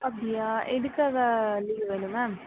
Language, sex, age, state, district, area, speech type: Tamil, female, 18-30, Tamil Nadu, Tirunelveli, rural, conversation